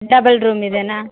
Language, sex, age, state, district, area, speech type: Kannada, female, 30-45, Karnataka, Vijayanagara, rural, conversation